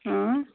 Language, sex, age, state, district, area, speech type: Kashmiri, female, 30-45, Jammu and Kashmir, Anantnag, rural, conversation